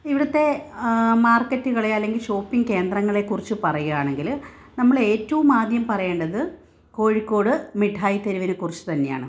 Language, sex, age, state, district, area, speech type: Malayalam, female, 30-45, Kerala, Kannur, urban, spontaneous